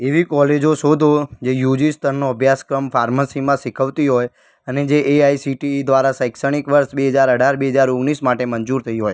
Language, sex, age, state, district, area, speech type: Gujarati, male, 18-30, Gujarat, Ahmedabad, urban, read